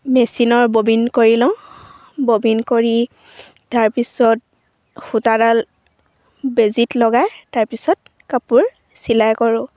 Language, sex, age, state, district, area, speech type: Assamese, female, 18-30, Assam, Sivasagar, rural, spontaneous